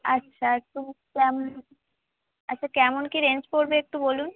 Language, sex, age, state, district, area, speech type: Bengali, female, 18-30, West Bengal, North 24 Parganas, urban, conversation